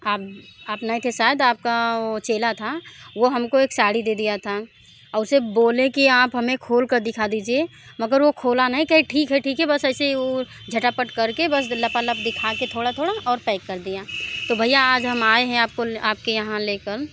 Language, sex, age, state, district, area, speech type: Hindi, female, 45-60, Uttar Pradesh, Mirzapur, rural, spontaneous